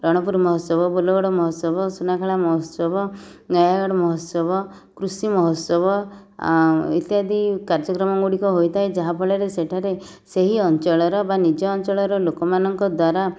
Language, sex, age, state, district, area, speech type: Odia, female, 30-45, Odisha, Nayagarh, rural, spontaneous